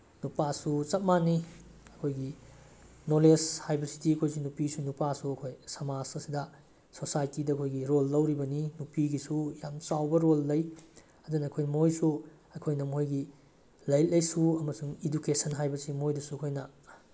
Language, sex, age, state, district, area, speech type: Manipuri, male, 18-30, Manipur, Bishnupur, rural, spontaneous